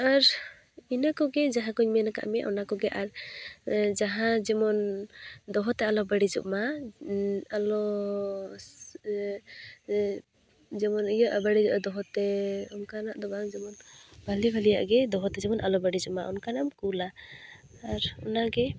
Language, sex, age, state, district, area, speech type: Santali, female, 18-30, West Bengal, Purulia, rural, spontaneous